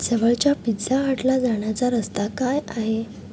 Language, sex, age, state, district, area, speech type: Marathi, female, 18-30, Maharashtra, Thane, urban, read